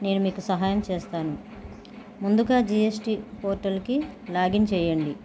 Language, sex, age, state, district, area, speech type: Telugu, female, 30-45, Telangana, Bhadradri Kothagudem, urban, spontaneous